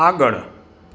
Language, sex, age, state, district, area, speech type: Gujarati, male, 45-60, Gujarat, Morbi, urban, read